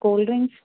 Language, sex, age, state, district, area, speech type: Telugu, female, 18-30, Telangana, Ranga Reddy, urban, conversation